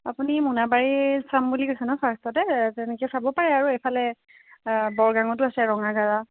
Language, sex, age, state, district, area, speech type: Assamese, female, 18-30, Assam, Biswanath, rural, conversation